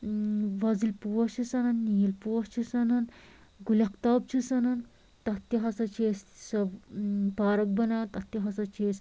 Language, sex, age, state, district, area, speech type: Kashmiri, female, 45-60, Jammu and Kashmir, Anantnag, rural, spontaneous